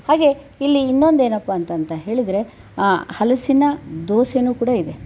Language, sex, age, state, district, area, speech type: Kannada, female, 60+, Karnataka, Chitradurga, rural, spontaneous